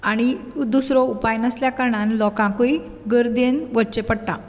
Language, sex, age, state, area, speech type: Goan Konkani, female, 45-60, Maharashtra, urban, spontaneous